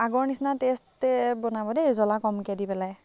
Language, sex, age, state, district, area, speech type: Assamese, female, 18-30, Assam, Biswanath, rural, spontaneous